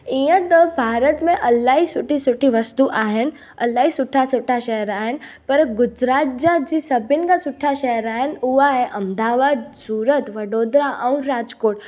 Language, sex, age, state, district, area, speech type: Sindhi, female, 18-30, Gujarat, Junagadh, rural, spontaneous